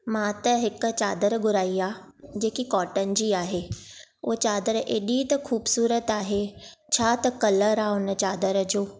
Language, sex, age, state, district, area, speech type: Sindhi, female, 30-45, Maharashtra, Thane, urban, spontaneous